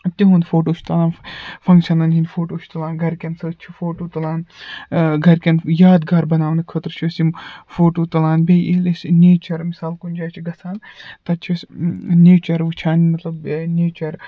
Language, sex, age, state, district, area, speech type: Kashmiri, male, 30-45, Jammu and Kashmir, Ganderbal, rural, spontaneous